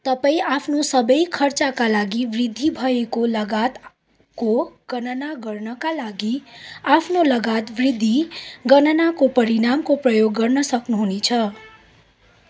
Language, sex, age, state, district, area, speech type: Nepali, female, 18-30, West Bengal, Darjeeling, rural, read